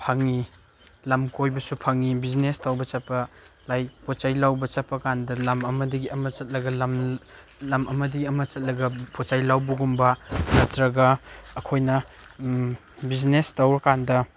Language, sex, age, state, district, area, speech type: Manipuri, male, 18-30, Manipur, Chandel, rural, spontaneous